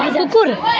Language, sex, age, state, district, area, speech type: Nepali, female, 18-30, West Bengal, Alipurduar, urban, read